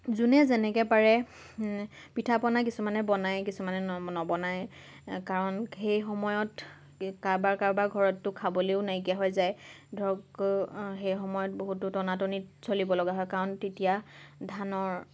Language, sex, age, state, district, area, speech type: Assamese, female, 18-30, Assam, Lakhimpur, urban, spontaneous